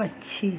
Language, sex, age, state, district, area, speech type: Hindi, female, 60+, Uttar Pradesh, Azamgarh, rural, read